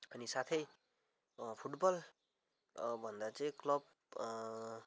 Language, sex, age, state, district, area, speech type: Nepali, male, 18-30, West Bengal, Kalimpong, rural, spontaneous